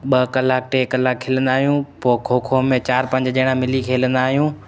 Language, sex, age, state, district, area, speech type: Sindhi, male, 18-30, Gujarat, Kutch, rural, spontaneous